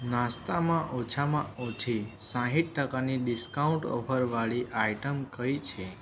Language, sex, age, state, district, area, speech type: Gujarati, male, 18-30, Gujarat, Aravalli, urban, read